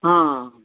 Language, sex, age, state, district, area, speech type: Maithili, female, 60+, Bihar, Araria, rural, conversation